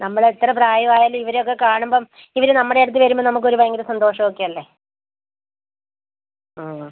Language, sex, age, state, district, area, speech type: Malayalam, female, 45-60, Kerala, Idukki, rural, conversation